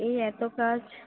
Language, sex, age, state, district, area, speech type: Bengali, female, 30-45, West Bengal, Kolkata, urban, conversation